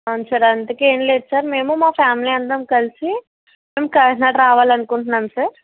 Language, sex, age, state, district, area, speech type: Telugu, female, 18-30, Andhra Pradesh, Kakinada, urban, conversation